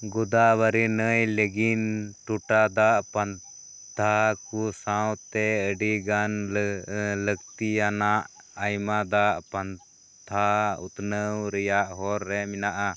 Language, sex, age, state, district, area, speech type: Santali, male, 30-45, Jharkhand, Pakur, rural, read